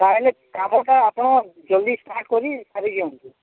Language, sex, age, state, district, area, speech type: Odia, male, 45-60, Odisha, Nuapada, urban, conversation